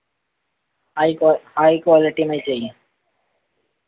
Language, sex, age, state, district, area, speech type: Hindi, male, 30-45, Madhya Pradesh, Harda, urban, conversation